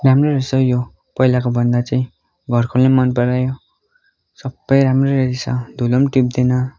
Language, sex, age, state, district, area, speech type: Nepali, male, 18-30, West Bengal, Darjeeling, rural, spontaneous